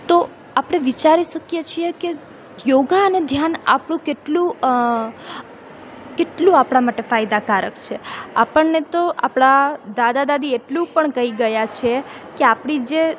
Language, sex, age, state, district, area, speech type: Gujarati, female, 18-30, Gujarat, Junagadh, urban, spontaneous